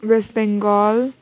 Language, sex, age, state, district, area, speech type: Nepali, female, 18-30, West Bengal, Jalpaiguri, rural, spontaneous